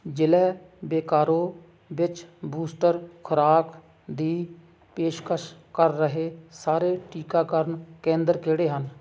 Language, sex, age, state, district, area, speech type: Punjabi, male, 45-60, Punjab, Hoshiarpur, rural, read